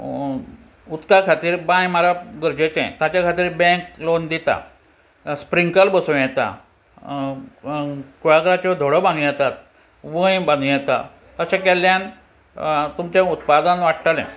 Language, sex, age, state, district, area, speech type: Goan Konkani, male, 60+, Goa, Ponda, rural, spontaneous